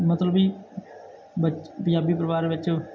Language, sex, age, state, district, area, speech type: Punjabi, male, 30-45, Punjab, Bathinda, urban, spontaneous